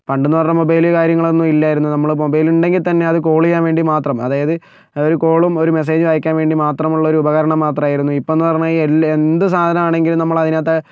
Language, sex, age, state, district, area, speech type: Malayalam, male, 45-60, Kerala, Kozhikode, urban, spontaneous